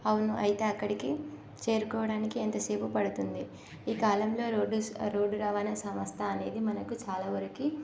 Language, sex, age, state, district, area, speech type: Telugu, female, 18-30, Telangana, Nagarkurnool, rural, spontaneous